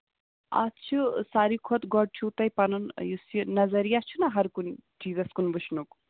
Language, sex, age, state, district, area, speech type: Kashmiri, female, 18-30, Jammu and Kashmir, Budgam, urban, conversation